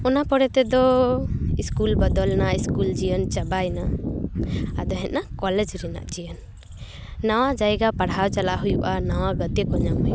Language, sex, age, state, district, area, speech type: Santali, female, 18-30, West Bengal, Paschim Bardhaman, rural, spontaneous